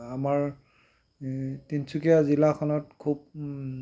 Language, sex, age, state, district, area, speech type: Assamese, male, 60+, Assam, Tinsukia, urban, spontaneous